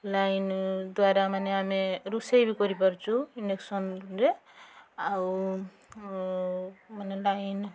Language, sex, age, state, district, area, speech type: Odia, female, 45-60, Odisha, Mayurbhanj, rural, spontaneous